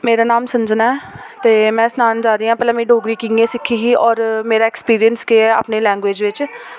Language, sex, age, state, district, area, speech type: Dogri, female, 18-30, Jammu and Kashmir, Jammu, rural, spontaneous